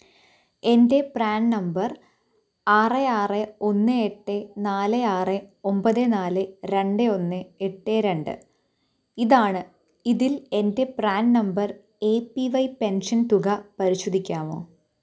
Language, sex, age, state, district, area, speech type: Malayalam, female, 18-30, Kerala, Pathanamthitta, rural, read